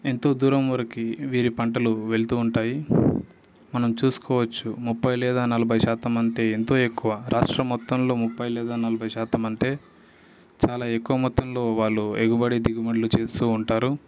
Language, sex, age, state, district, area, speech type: Telugu, male, 18-30, Telangana, Ranga Reddy, urban, spontaneous